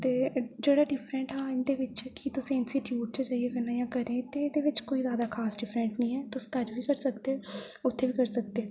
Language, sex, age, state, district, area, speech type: Dogri, female, 18-30, Jammu and Kashmir, Jammu, rural, spontaneous